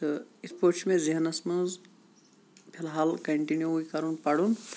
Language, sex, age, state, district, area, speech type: Kashmiri, male, 45-60, Jammu and Kashmir, Shopian, urban, spontaneous